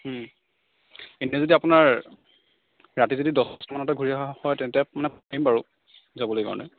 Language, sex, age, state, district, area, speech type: Assamese, male, 45-60, Assam, Morigaon, rural, conversation